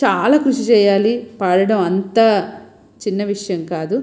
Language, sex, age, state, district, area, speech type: Telugu, female, 30-45, Andhra Pradesh, Visakhapatnam, urban, spontaneous